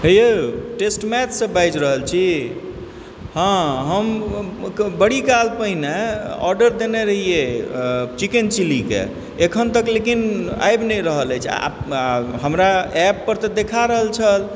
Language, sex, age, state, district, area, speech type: Maithili, male, 45-60, Bihar, Supaul, rural, spontaneous